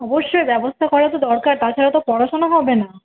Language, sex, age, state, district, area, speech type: Bengali, female, 30-45, West Bengal, Paschim Bardhaman, urban, conversation